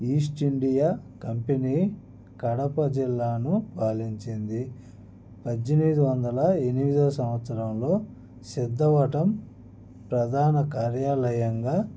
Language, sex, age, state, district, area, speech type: Telugu, male, 30-45, Andhra Pradesh, Annamaya, rural, spontaneous